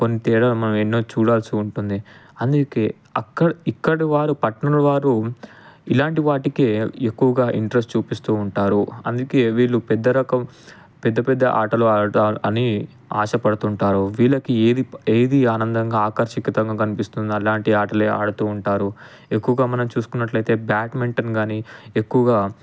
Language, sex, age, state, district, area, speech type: Telugu, male, 18-30, Telangana, Ranga Reddy, urban, spontaneous